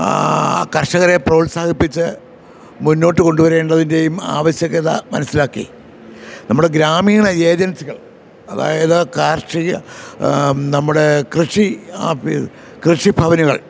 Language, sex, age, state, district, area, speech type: Malayalam, male, 60+, Kerala, Kottayam, rural, spontaneous